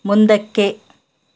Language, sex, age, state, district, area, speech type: Kannada, female, 60+, Karnataka, Bidar, urban, read